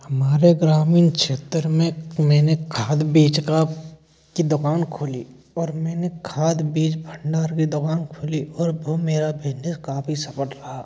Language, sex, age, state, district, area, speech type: Hindi, male, 18-30, Rajasthan, Bharatpur, rural, spontaneous